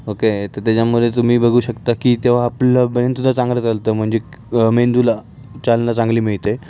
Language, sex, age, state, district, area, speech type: Marathi, male, 18-30, Maharashtra, Pune, urban, spontaneous